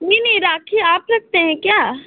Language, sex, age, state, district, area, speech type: Hindi, female, 18-30, Madhya Pradesh, Seoni, urban, conversation